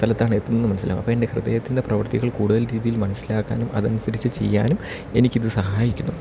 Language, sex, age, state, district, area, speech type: Malayalam, male, 30-45, Kerala, Idukki, rural, spontaneous